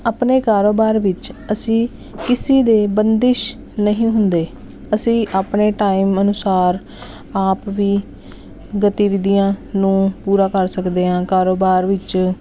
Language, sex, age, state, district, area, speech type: Punjabi, female, 30-45, Punjab, Jalandhar, urban, spontaneous